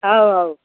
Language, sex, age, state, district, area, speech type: Odia, female, 60+, Odisha, Kendrapara, urban, conversation